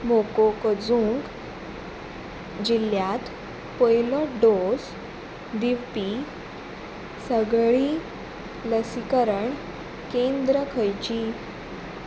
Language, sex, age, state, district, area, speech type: Goan Konkani, female, 18-30, Goa, Murmgao, urban, read